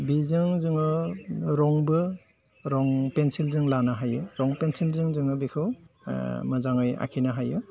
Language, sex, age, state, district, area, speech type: Bodo, male, 30-45, Assam, Udalguri, urban, spontaneous